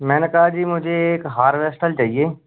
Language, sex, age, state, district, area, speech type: Hindi, male, 30-45, Madhya Pradesh, Seoni, urban, conversation